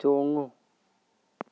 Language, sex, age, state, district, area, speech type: Manipuri, male, 30-45, Manipur, Kakching, rural, read